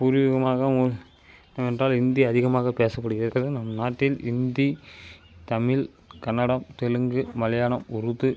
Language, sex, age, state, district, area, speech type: Tamil, male, 18-30, Tamil Nadu, Dharmapuri, urban, spontaneous